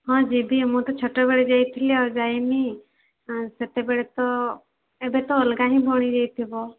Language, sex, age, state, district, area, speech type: Odia, female, 18-30, Odisha, Sundergarh, urban, conversation